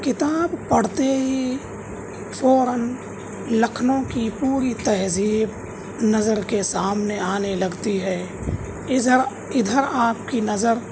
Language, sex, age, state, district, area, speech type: Urdu, male, 18-30, Delhi, South Delhi, urban, spontaneous